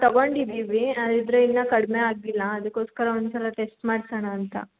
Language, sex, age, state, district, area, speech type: Kannada, female, 18-30, Karnataka, Hassan, rural, conversation